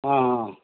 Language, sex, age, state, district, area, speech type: Tamil, male, 45-60, Tamil Nadu, Krishnagiri, rural, conversation